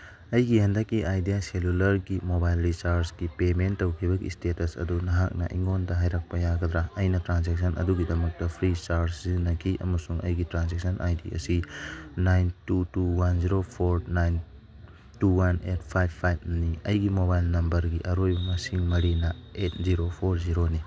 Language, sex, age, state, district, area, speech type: Manipuri, male, 45-60, Manipur, Churachandpur, rural, read